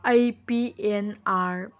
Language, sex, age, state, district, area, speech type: Manipuri, female, 18-30, Manipur, Chandel, rural, read